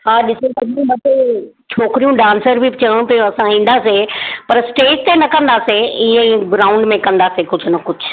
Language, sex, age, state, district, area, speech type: Sindhi, female, 60+, Maharashtra, Mumbai Suburban, urban, conversation